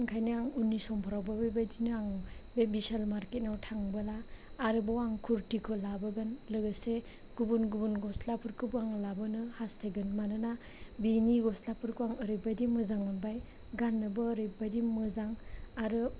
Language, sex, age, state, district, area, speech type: Bodo, male, 30-45, Assam, Chirang, rural, spontaneous